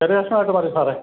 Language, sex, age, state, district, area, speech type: Malayalam, male, 60+, Kerala, Idukki, rural, conversation